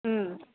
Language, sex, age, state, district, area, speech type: Tamil, female, 30-45, Tamil Nadu, Thanjavur, rural, conversation